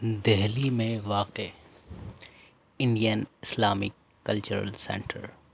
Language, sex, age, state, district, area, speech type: Urdu, male, 18-30, Delhi, North East Delhi, urban, spontaneous